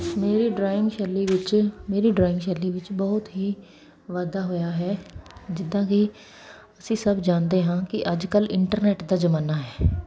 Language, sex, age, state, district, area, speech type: Punjabi, female, 30-45, Punjab, Kapurthala, urban, spontaneous